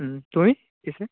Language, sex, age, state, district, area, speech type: Assamese, male, 18-30, Assam, Charaideo, rural, conversation